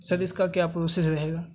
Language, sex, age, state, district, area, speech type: Urdu, male, 18-30, Uttar Pradesh, Saharanpur, urban, spontaneous